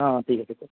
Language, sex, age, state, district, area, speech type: Assamese, male, 18-30, Assam, Lakhimpur, urban, conversation